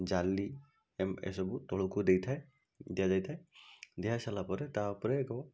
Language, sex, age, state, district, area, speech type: Odia, male, 60+, Odisha, Bhadrak, rural, spontaneous